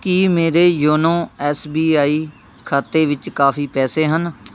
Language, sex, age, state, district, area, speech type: Punjabi, male, 18-30, Punjab, Shaheed Bhagat Singh Nagar, rural, read